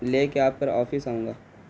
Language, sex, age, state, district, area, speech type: Urdu, male, 18-30, Bihar, Gaya, urban, spontaneous